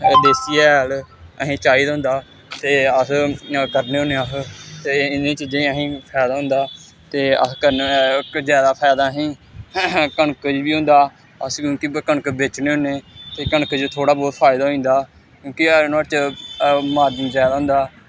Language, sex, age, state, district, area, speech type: Dogri, male, 18-30, Jammu and Kashmir, Samba, rural, spontaneous